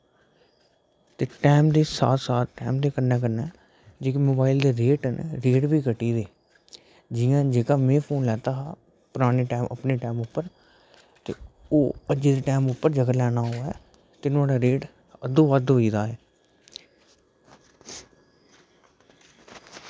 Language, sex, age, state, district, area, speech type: Dogri, male, 30-45, Jammu and Kashmir, Udhampur, urban, spontaneous